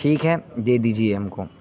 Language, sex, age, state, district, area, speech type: Urdu, male, 18-30, Uttar Pradesh, Saharanpur, urban, spontaneous